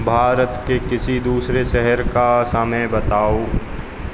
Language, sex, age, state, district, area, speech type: Hindi, male, 18-30, Madhya Pradesh, Hoshangabad, rural, read